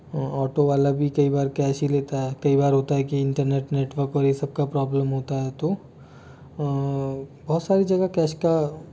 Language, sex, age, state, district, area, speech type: Hindi, male, 30-45, Delhi, New Delhi, urban, spontaneous